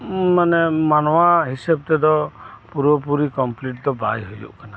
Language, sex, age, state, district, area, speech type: Santali, male, 45-60, West Bengal, Birbhum, rural, spontaneous